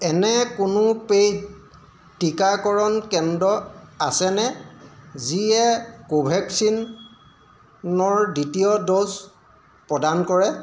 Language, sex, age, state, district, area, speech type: Assamese, male, 45-60, Assam, Golaghat, urban, read